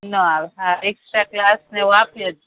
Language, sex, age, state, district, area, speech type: Gujarati, female, 30-45, Gujarat, Rajkot, urban, conversation